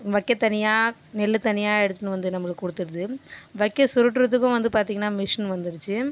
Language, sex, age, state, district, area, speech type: Tamil, female, 30-45, Tamil Nadu, Viluppuram, rural, spontaneous